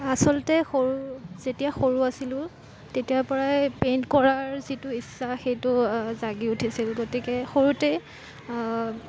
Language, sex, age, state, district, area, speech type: Assamese, female, 18-30, Assam, Kamrup Metropolitan, urban, spontaneous